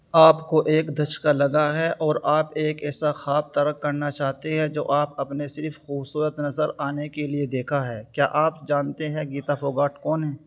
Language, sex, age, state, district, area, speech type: Urdu, male, 18-30, Uttar Pradesh, Saharanpur, urban, read